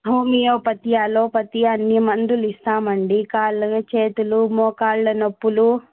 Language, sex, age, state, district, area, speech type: Telugu, female, 18-30, Andhra Pradesh, Annamaya, rural, conversation